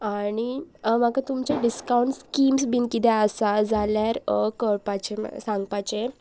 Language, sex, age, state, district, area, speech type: Goan Konkani, female, 18-30, Goa, Pernem, rural, spontaneous